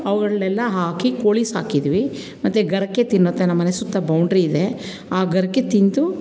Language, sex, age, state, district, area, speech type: Kannada, female, 45-60, Karnataka, Mandya, rural, spontaneous